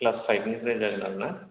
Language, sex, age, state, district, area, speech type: Bodo, male, 45-60, Assam, Kokrajhar, rural, conversation